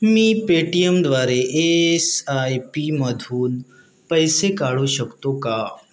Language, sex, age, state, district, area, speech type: Marathi, male, 30-45, Maharashtra, Gadchiroli, rural, read